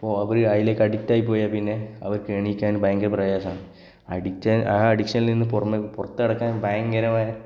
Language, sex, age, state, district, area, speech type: Malayalam, male, 18-30, Kerala, Kasaragod, rural, spontaneous